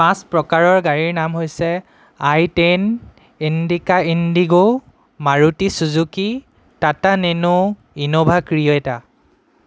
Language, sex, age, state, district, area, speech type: Assamese, male, 18-30, Assam, Golaghat, rural, spontaneous